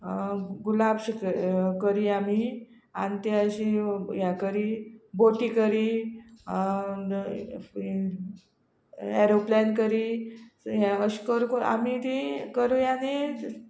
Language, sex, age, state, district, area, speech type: Goan Konkani, female, 45-60, Goa, Quepem, rural, spontaneous